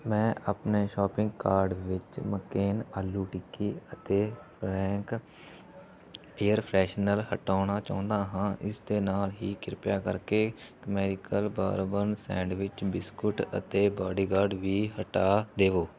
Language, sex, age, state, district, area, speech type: Punjabi, male, 18-30, Punjab, Fatehgarh Sahib, rural, read